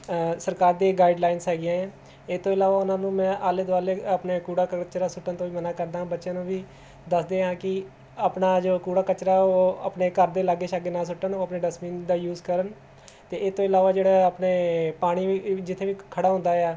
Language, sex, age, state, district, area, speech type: Punjabi, male, 30-45, Punjab, Jalandhar, urban, spontaneous